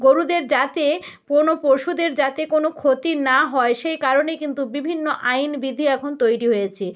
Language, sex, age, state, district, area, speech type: Bengali, female, 30-45, West Bengal, North 24 Parganas, rural, spontaneous